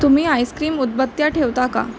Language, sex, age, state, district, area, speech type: Marathi, female, 18-30, Maharashtra, Mumbai Suburban, urban, read